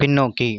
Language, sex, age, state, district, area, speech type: Tamil, male, 18-30, Tamil Nadu, Viluppuram, urban, read